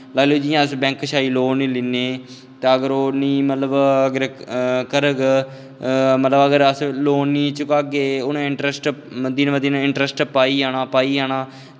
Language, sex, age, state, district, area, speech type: Dogri, male, 18-30, Jammu and Kashmir, Kathua, rural, spontaneous